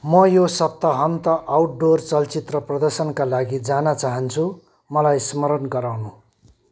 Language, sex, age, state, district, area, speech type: Nepali, male, 60+, West Bengal, Kalimpong, rural, read